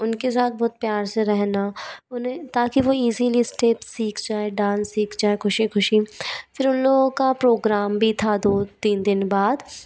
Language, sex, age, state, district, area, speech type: Hindi, female, 45-60, Madhya Pradesh, Bhopal, urban, spontaneous